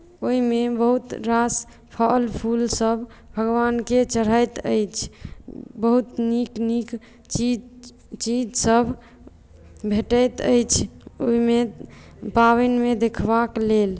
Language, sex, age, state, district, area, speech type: Maithili, female, 18-30, Bihar, Madhubani, rural, spontaneous